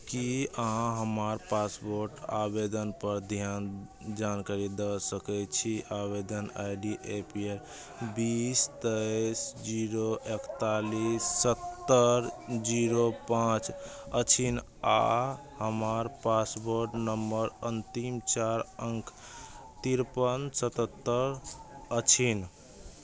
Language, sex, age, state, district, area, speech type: Maithili, male, 18-30, Bihar, Madhepura, rural, read